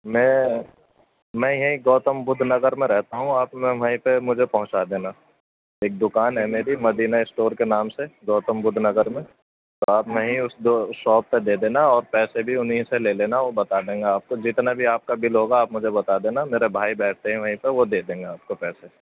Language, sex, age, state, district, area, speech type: Urdu, male, 18-30, Uttar Pradesh, Gautam Buddha Nagar, rural, conversation